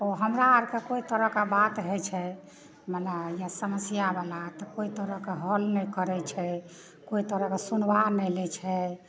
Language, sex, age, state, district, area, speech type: Maithili, female, 60+, Bihar, Madhepura, rural, spontaneous